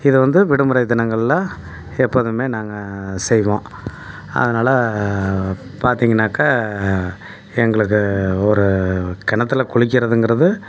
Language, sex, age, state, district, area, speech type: Tamil, male, 60+, Tamil Nadu, Tiruchirappalli, rural, spontaneous